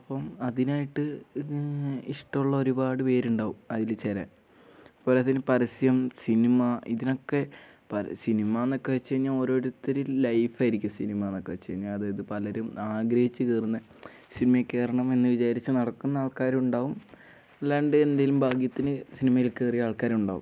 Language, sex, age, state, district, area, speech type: Malayalam, male, 18-30, Kerala, Wayanad, rural, spontaneous